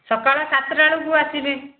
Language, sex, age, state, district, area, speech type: Odia, female, 45-60, Odisha, Gajapati, rural, conversation